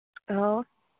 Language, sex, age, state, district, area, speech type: Manipuri, female, 18-30, Manipur, Churachandpur, rural, conversation